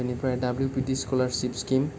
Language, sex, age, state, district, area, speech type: Bodo, male, 18-30, Assam, Kokrajhar, rural, spontaneous